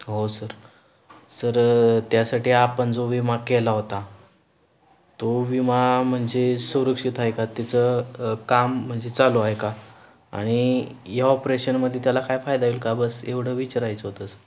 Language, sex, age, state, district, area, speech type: Marathi, male, 18-30, Maharashtra, Satara, urban, spontaneous